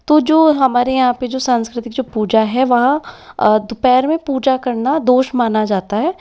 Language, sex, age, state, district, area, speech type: Hindi, female, 60+, Rajasthan, Jaipur, urban, spontaneous